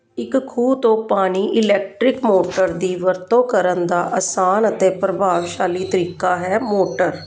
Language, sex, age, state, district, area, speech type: Punjabi, female, 45-60, Punjab, Jalandhar, urban, spontaneous